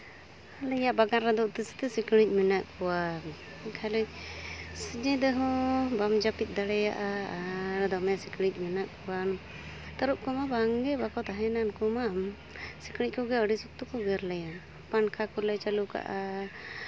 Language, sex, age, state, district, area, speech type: Santali, female, 30-45, Jharkhand, Seraikela Kharsawan, rural, spontaneous